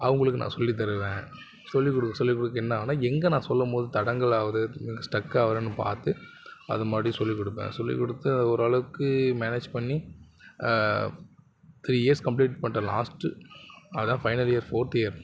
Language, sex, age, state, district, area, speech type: Tamil, male, 60+, Tamil Nadu, Mayiladuthurai, rural, spontaneous